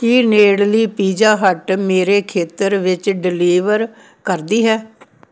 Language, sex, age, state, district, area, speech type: Punjabi, female, 60+, Punjab, Gurdaspur, rural, read